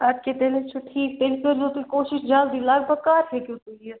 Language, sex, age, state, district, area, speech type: Kashmiri, female, 18-30, Jammu and Kashmir, Ganderbal, rural, conversation